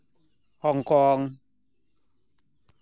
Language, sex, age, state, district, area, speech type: Santali, male, 45-60, West Bengal, Malda, rural, spontaneous